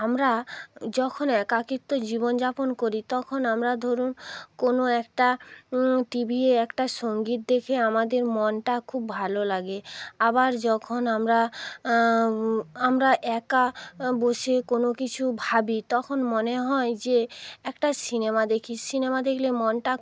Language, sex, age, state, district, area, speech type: Bengali, female, 45-60, West Bengal, North 24 Parganas, rural, spontaneous